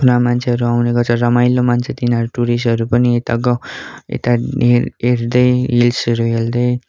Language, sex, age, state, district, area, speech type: Nepali, male, 18-30, West Bengal, Darjeeling, rural, spontaneous